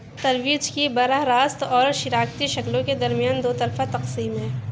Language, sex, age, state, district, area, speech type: Urdu, female, 30-45, Uttar Pradesh, Lucknow, urban, read